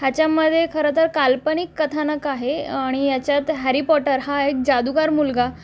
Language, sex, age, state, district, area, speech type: Marathi, female, 30-45, Maharashtra, Mumbai Suburban, urban, spontaneous